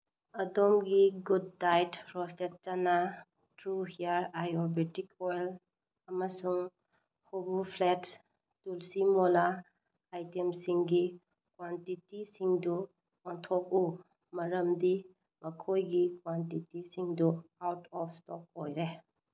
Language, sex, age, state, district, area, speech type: Manipuri, female, 30-45, Manipur, Bishnupur, rural, read